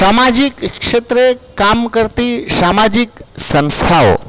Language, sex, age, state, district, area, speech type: Gujarati, male, 45-60, Gujarat, Junagadh, urban, spontaneous